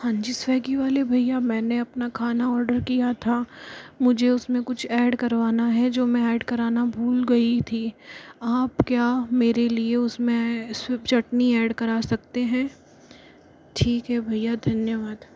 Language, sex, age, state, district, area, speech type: Hindi, female, 30-45, Rajasthan, Jaipur, urban, spontaneous